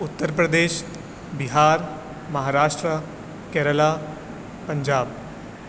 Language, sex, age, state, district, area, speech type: Urdu, male, 18-30, Uttar Pradesh, Aligarh, urban, spontaneous